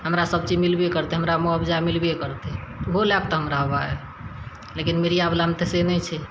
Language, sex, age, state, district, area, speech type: Maithili, female, 60+, Bihar, Madhepura, urban, spontaneous